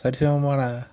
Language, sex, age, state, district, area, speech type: Tamil, male, 30-45, Tamil Nadu, Tiruppur, rural, spontaneous